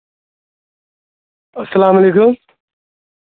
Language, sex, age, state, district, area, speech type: Urdu, male, 18-30, Bihar, Madhubani, rural, conversation